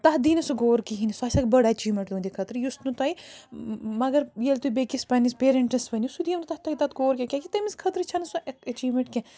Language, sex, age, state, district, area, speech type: Kashmiri, female, 45-60, Jammu and Kashmir, Bandipora, rural, spontaneous